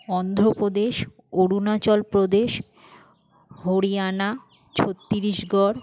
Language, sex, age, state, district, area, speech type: Bengali, female, 45-60, West Bengal, Jhargram, rural, spontaneous